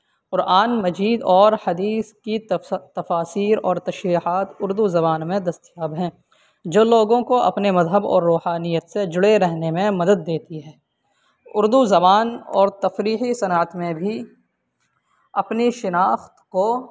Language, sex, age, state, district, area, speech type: Urdu, male, 18-30, Uttar Pradesh, Saharanpur, urban, spontaneous